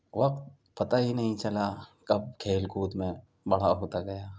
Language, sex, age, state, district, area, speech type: Urdu, male, 18-30, Delhi, Central Delhi, urban, spontaneous